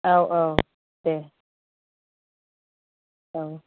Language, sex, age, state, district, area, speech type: Bodo, female, 45-60, Assam, Kokrajhar, urban, conversation